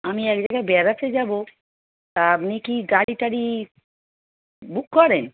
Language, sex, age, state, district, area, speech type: Bengali, female, 30-45, West Bengal, Darjeeling, rural, conversation